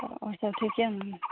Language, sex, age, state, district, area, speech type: Maithili, female, 45-60, Bihar, Saharsa, rural, conversation